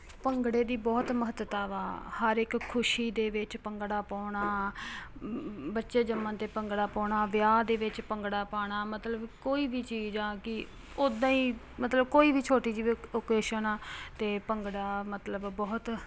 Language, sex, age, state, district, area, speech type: Punjabi, female, 30-45, Punjab, Ludhiana, urban, spontaneous